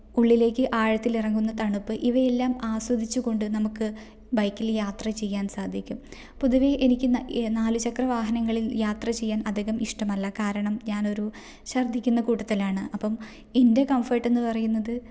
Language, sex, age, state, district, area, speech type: Malayalam, female, 18-30, Kerala, Kannur, rural, spontaneous